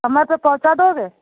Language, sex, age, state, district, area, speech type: Hindi, female, 30-45, Madhya Pradesh, Betul, rural, conversation